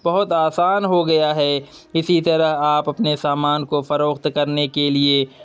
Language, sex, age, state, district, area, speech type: Urdu, male, 30-45, Bihar, Purnia, rural, spontaneous